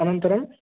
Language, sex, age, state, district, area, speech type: Sanskrit, male, 18-30, Bihar, East Champaran, urban, conversation